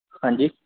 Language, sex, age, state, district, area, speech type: Punjabi, male, 18-30, Punjab, Mohali, rural, conversation